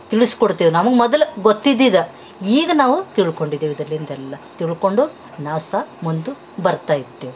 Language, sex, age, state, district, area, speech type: Kannada, female, 60+, Karnataka, Bidar, urban, spontaneous